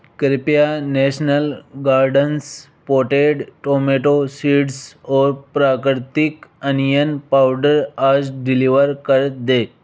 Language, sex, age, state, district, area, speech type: Hindi, male, 18-30, Rajasthan, Jaipur, urban, read